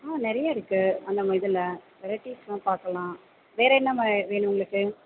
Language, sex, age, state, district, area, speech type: Tamil, female, 30-45, Tamil Nadu, Pudukkottai, rural, conversation